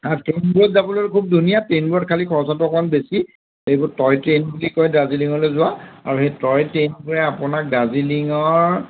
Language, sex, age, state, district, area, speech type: Assamese, male, 45-60, Assam, Golaghat, urban, conversation